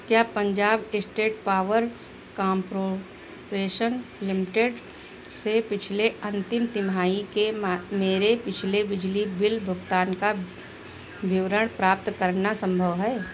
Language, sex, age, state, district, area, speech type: Hindi, female, 60+, Uttar Pradesh, Sitapur, rural, read